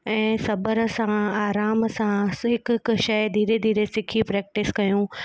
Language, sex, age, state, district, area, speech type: Sindhi, female, 18-30, Gujarat, Kutch, urban, spontaneous